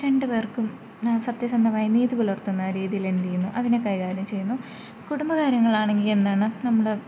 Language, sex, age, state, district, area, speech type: Malayalam, female, 18-30, Kerala, Idukki, rural, spontaneous